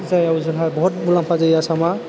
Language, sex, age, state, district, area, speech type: Bodo, male, 18-30, Assam, Chirang, urban, spontaneous